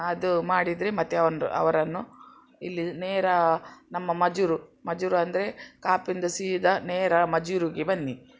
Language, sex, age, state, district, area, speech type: Kannada, female, 60+, Karnataka, Udupi, rural, spontaneous